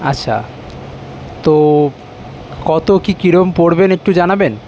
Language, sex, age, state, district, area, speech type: Bengali, male, 30-45, West Bengal, Kolkata, urban, spontaneous